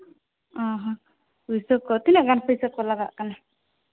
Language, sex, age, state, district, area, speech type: Santali, female, 18-30, Jharkhand, Seraikela Kharsawan, rural, conversation